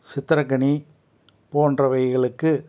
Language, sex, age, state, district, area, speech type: Tamil, male, 45-60, Tamil Nadu, Tiruppur, rural, spontaneous